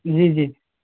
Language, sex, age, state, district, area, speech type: Hindi, male, 30-45, Uttar Pradesh, Jaunpur, rural, conversation